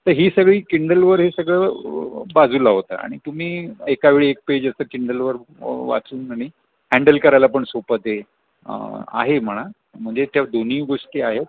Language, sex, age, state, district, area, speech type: Marathi, male, 60+, Maharashtra, Palghar, urban, conversation